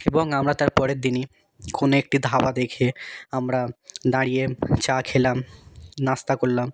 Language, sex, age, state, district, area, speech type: Bengali, male, 18-30, West Bengal, South 24 Parganas, rural, spontaneous